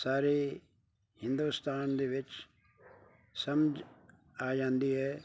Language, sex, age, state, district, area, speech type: Punjabi, male, 60+, Punjab, Bathinda, rural, spontaneous